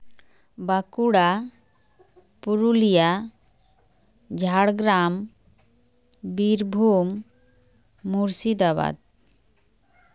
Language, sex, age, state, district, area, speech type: Santali, female, 30-45, West Bengal, Bankura, rural, spontaneous